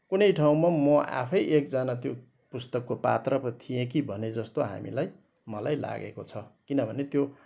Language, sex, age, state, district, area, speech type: Nepali, male, 60+, West Bengal, Kalimpong, rural, spontaneous